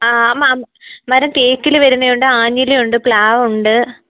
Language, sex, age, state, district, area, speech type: Malayalam, female, 18-30, Kerala, Kozhikode, rural, conversation